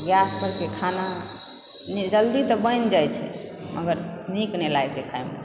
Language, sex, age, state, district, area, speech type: Maithili, female, 30-45, Bihar, Supaul, rural, spontaneous